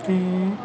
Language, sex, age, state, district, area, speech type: Punjabi, male, 45-60, Punjab, Kapurthala, urban, spontaneous